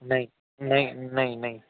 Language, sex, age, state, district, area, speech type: Gujarati, male, 30-45, Gujarat, Rajkot, rural, conversation